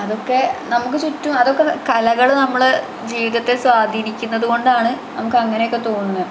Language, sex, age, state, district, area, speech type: Malayalam, female, 18-30, Kerala, Malappuram, rural, spontaneous